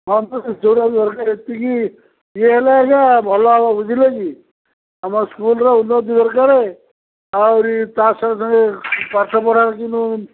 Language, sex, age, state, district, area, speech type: Odia, male, 45-60, Odisha, Sundergarh, rural, conversation